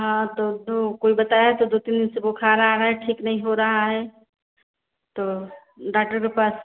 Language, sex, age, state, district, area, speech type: Hindi, female, 30-45, Uttar Pradesh, Ghazipur, urban, conversation